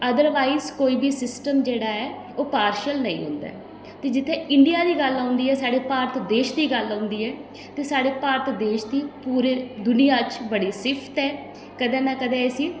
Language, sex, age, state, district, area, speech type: Dogri, female, 30-45, Jammu and Kashmir, Udhampur, rural, spontaneous